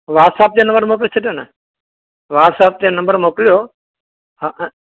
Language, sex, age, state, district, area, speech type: Sindhi, male, 60+, Maharashtra, Mumbai City, urban, conversation